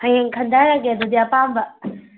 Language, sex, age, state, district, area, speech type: Manipuri, female, 18-30, Manipur, Kangpokpi, urban, conversation